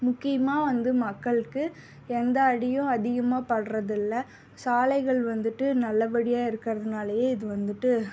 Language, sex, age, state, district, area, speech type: Tamil, female, 18-30, Tamil Nadu, Salem, rural, spontaneous